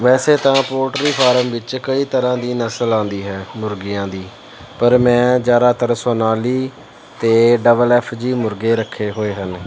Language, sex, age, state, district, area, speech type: Punjabi, male, 30-45, Punjab, Pathankot, urban, spontaneous